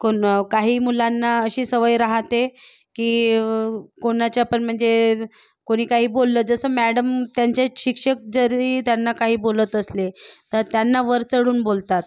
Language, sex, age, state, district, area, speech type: Marathi, female, 30-45, Maharashtra, Nagpur, urban, spontaneous